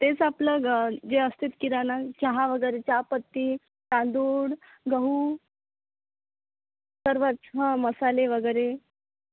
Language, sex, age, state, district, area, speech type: Marathi, female, 18-30, Maharashtra, Akola, rural, conversation